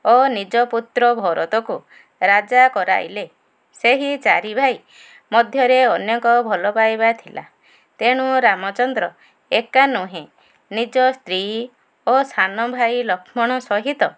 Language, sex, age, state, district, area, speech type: Odia, female, 45-60, Odisha, Ganjam, urban, spontaneous